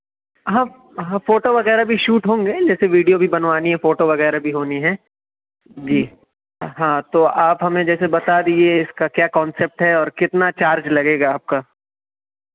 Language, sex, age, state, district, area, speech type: Urdu, male, 30-45, Uttar Pradesh, Lucknow, urban, conversation